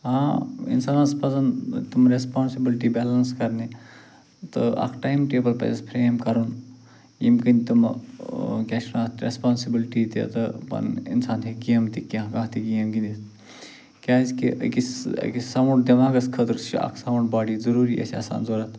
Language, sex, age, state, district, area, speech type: Kashmiri, male, 45-60, Jammu and Kashmir, Ganderbal, rural, spontaneous